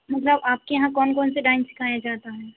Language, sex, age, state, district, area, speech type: Hindi, female, 18-30, Madhya Pradesh, Hoshangabad, urban, conversation